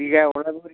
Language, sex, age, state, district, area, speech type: Bodo, male, 60+, Assam, Udalguri, rural, conversation